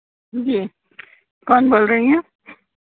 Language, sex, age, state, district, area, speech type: Urdu, female, 45-60, Uttar Pradesh, Rampur, urban, conversation